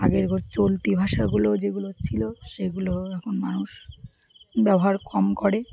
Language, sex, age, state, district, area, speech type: Bengali, female, 30-45, West Bengal, Birbhum, urban, spontaneous